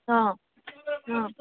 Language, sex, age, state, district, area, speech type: Assamese, female, 18-30, Assam, Sivasagar, rural, conversation